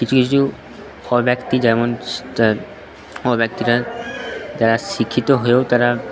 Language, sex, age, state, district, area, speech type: Bengali, male, 18-30, West Bengal, Purba Bardhaman, urban, spontaneous